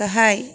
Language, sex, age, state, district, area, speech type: Bodo, female, 18-30, Assam, Kokrajhar, rural, read